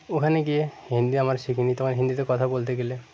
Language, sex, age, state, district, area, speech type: Bengali, male, 30-45, West Bengal, Birbhum, urban, spontaneous